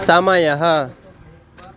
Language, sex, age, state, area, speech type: Sanskrit, male, 18-30, Delhi, rural, read